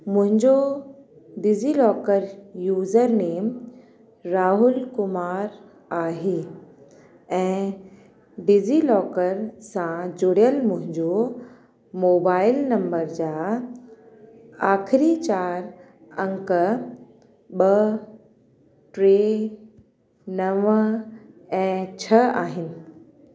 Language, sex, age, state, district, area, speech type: Sindhi, female, 30-45, Uttar Pradesh, Lucknow, urban, read